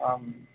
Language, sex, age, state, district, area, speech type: Sindhi, male, 45-60, Delhi, South Delhi, urban, conversation